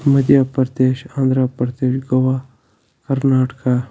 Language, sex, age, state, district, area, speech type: Kashmiri, male, 30-45, Jammu and Kashmir, Baramulla, rural, spontaneous